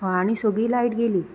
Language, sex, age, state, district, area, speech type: Goan Konkani, female, 18-30, Goa, Ponda, rural, spontaneous